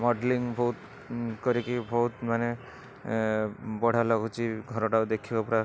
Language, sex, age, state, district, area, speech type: Odia, male, 60+, Odisha, Rayagada, rural, spontaneous